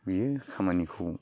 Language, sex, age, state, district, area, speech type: Bodo, male, 45-60, Assam, Baksa, rural, spontaneous